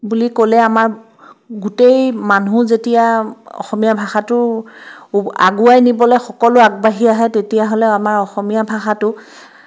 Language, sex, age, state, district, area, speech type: Assamese, female, 30-45, Assam, Biswanath, rural, spontaneous